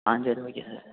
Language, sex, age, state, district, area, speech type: Tamil, male, 18-30, Tamil Nadu, Perambalur, rural, conversation